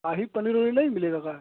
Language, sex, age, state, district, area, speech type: Hindi, male, 30-45, Uttar Pradesh, Chandauli, rural, conversation